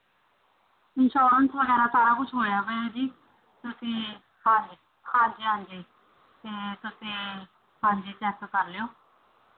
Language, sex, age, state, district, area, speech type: Punjabi, female, 45-60, Punjab, Mohali, urban, conversation